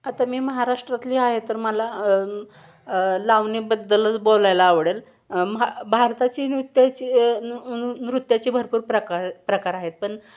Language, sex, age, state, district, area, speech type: Marathi, female, 18-30, Maharashtra, Satara, urban, spontaneous